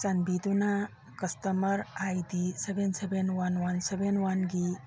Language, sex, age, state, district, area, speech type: Manipuri, female, 45-60, Manipur, Churachandpur, urban, read